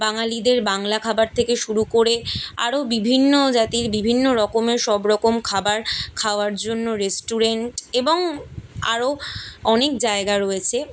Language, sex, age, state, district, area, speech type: Bengali, female, 18-30, West Bengal, Kolkata, urban, spontaneous